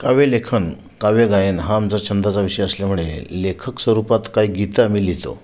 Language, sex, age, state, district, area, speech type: Marathi, male, 45-60, Maharashtra, Sindhudurg, rural, spontaneous